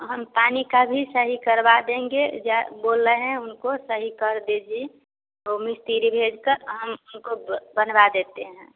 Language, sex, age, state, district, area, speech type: Hindi, female, 30-45, Bihar, Samastipur, rural, conversation